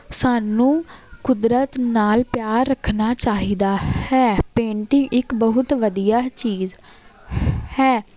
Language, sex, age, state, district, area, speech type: Punjabi, female, 18-30, Punjab, Jalandhar, urban, spontaneous